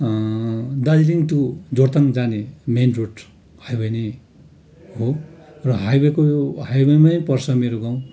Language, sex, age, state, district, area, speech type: Nepali, male, 60+, West Bengal, Darjeeling, rural, spontaneous